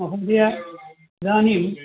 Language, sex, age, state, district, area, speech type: Sanskrit, male, 60+, Tamil Nadu, Coimbatore, urban, conversation